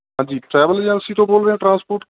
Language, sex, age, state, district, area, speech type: Punjabi, male, 30-45, Punjab, Ludhiana, rural, conversation